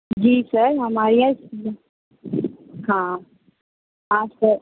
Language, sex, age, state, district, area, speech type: Urdu, male, 18-30, Delhi, Central Delhi, urban, conversation